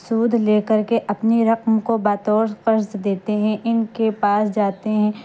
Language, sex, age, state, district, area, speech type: Urdu, female, 30-45, Uttar Pradesh, Lucknow, rural, spontaneous